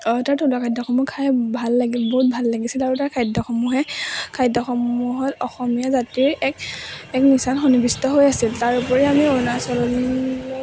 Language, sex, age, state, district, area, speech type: Assamese, female, 18-30, Assam, Majuli, urban, spontaneous